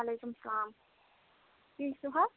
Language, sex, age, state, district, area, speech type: Kashmiri, female, 18-30, Jammu and Kashmir, Kulgam, rural, conversation